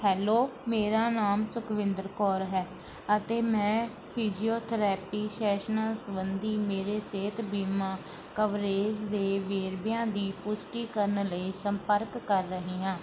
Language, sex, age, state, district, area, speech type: Punjabi, female, 30-45, Punjab, Barnala, urban, spontaneous